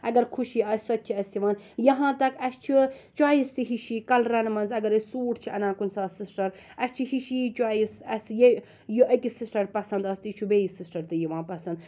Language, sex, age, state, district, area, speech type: Kashmiri, female, 30-45, Jammu and Kashmir, Srinagar, rural, spontaneous